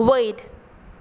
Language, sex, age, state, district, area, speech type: Goan Konkani, female, 18-30, Goa, Tiswadi, rural, read